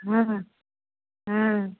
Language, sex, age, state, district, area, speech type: Maithili, female, 30-45, Bihar, Samastipur, rural, conversation